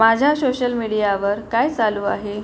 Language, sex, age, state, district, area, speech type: Marathi, female, 45-60, Maharashtra, Akola, urban, read